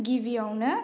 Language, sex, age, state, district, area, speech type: Bodo, female, 18-30, Assam, Baksa, rural, spontaneous